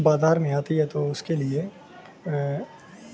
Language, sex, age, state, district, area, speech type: Urdu, male, 18-30, Uttar Pradesh, Azamgarh, rural, spontaneous